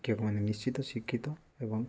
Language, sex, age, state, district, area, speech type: Odia, male, 18-30, Odisha, Kendujhar, urban, spontaneous